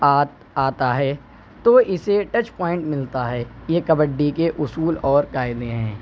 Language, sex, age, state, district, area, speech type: Urdu, male, 18-30, Uttar Pradesh, Shahjahanpur, rural, spontaneous